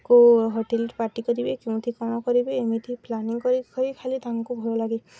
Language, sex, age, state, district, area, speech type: Odia, female, 18-30, Odisha, Subarnapur, urban, spontaneous